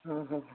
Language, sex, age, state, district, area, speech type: Odia, female, 60+, Odisha, Gajapati, rural, conversation